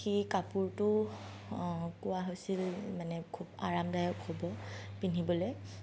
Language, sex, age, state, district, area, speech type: Assamese, female, 30-45, Assam, Sonitpur, rural, spontaneous